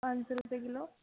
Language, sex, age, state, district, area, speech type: Urdu, female, 18-30, Uttar Pradesh, Gautam Buddha Nagar, rural, conversation